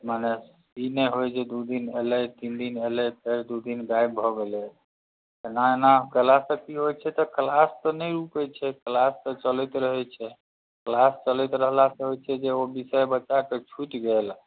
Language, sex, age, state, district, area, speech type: Maithili, male, 30-45, Bihar, Muzaffarpur, urban, conversation